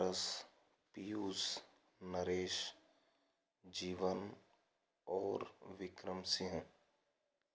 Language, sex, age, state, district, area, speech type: Hindi, male, 30-45, Madhya Pradesh, Ujjain, rural, spontaneous